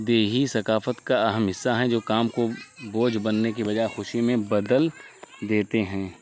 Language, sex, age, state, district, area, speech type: Urdu, male, 18-30, Uttar Pradesh, Azamgarh, rural, spontaneous